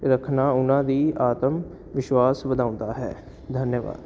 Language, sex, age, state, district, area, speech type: Punjabi, male, 18-30, Punjab, Jalandhar, urban, spontaneous